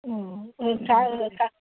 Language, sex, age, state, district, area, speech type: Telugu, female, 60+, Telangana, Hyderabad, urban, conversation